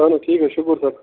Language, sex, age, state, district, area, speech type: Kashmiri, male, 30-45, Jammu and Kashmir, Bandipora, rural, conversation